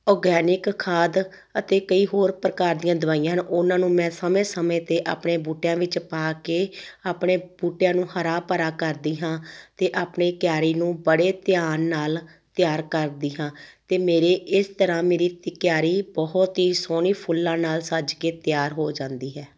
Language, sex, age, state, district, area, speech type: Punjabi, female, 30-45, Punjab, Tarn Taran, rural, spontaneous